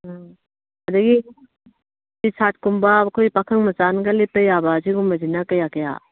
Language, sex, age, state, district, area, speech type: Manipuri, female, 60+, Manipur, Kangpokpi, urban, conversation